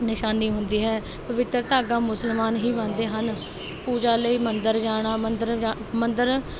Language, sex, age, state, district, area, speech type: Punjabi, female, 18-30, Punjab, Rupnagar, rural, spontaneous